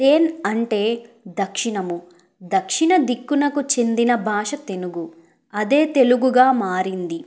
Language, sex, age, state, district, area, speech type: Telugu, female, 18-30, Telangana, Bhadradri Kothagudem, rural, spontaneous